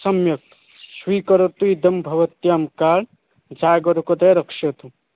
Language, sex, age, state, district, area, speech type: Sanskrit, male, 18-30, Odisha, Puri, rural, conversation